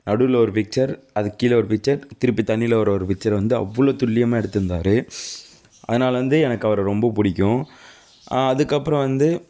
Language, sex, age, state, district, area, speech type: Tamil, male, 60+, Tamil Nadu, Tiruvarur, urban, spontaneous